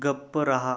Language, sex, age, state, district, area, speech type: Marathi, male, 18-30, Maharashtra, Buldhana, urban, read